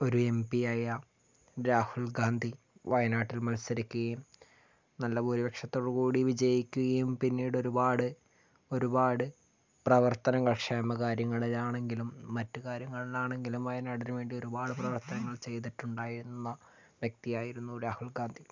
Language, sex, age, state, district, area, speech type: Malayalam, male, 18-30, Kerala, Wayanad, rural, spontaneous